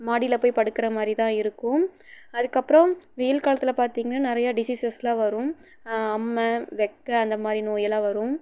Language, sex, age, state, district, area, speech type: Tamil, female, 18-30, Tamil Nadu, Erode, rural, spontaneous